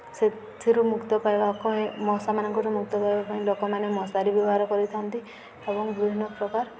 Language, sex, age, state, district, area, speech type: Odia, female, 18-30, Odisha, Subarnapur, urban, spontaneous